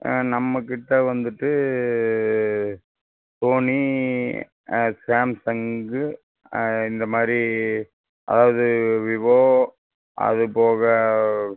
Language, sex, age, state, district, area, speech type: Tamil, male, 30-45, Tamil Nadu, Coimbatore, urban, conversation